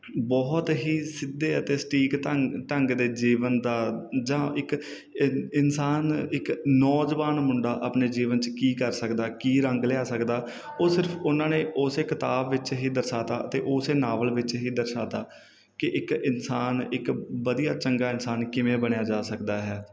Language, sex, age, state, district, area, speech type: Punjabi, male, 18-30, Punjab, Bathinda, rural, spontaneous